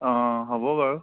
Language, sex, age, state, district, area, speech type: Assamese, male, 30-45, Assam, Sonitpur, rural, conversation